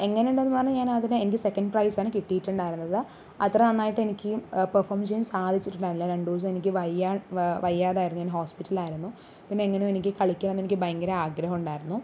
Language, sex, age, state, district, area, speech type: Malayalam, female, 30-45, Kerala, Palakkad, rural, spontaneous